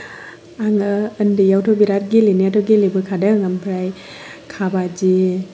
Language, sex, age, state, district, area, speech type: Bodo, female, 18-30, Assam, Kokrajhar, urban, spontaneous